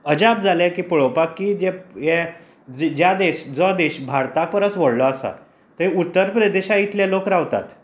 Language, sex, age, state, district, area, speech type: Goan Konkani, male, 30-45, Goa, Tiswadi, rural, spontaneous